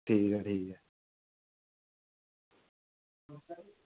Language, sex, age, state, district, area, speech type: Dogri, male, 18-30, Jammu and Kashmir, Samba, rural, conversation